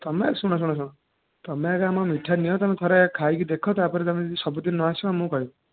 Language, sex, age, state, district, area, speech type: Odia, male, 18-30, Odisha, Jajpur, rural, conversation